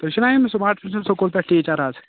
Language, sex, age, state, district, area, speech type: Kashmiri, male, 18-30, Jammu and Kashmir, Kulgam, urban, conversation